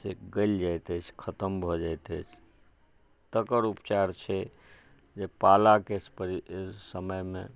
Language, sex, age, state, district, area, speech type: Maithili, male, 45-60, Bihar, Madhubani, rural, spontaneous